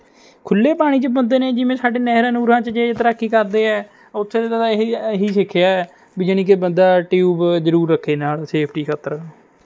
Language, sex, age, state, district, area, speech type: Punjabi, male, 18-30, Punjab, Mohali, rural, spontaneous